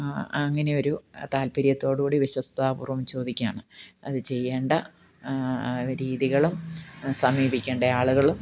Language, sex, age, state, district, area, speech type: Malayalam, female, 45-60, Kerala, Kottayam, rural, spontaneous